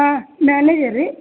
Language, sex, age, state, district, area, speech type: Kannada, female, 60+, Karnataka, Belgaum, rural, conversation